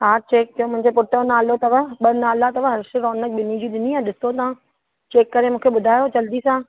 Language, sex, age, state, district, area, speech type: Sindhi, female, 30-45, Uttar Pradesh, Lucknow, rural, conversation